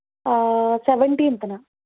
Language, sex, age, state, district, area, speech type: Telugu, female, 30-45, Andhra Pradesh, East Godavari, rural, conversation